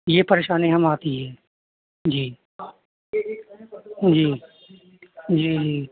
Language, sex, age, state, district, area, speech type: Urdu, male, 45-60, Uttar Pradesh, Rampur, urban, conversation